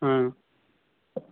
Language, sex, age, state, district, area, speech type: Manipuri, male, 18-30, Manipur, Churachandpur, rural, conversation